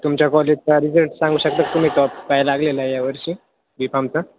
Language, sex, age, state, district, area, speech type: Marathi, male, 18-30, Maharashtra, Ahmednagar, urban, conversation